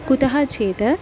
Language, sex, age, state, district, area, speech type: Sanskrit, female, 18-30, Kerala, Ernakulam, urban, spontaneous